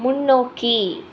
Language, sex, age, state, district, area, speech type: Tamil, female, 18-30, Tamil Nadu, Ariyalur, rural, read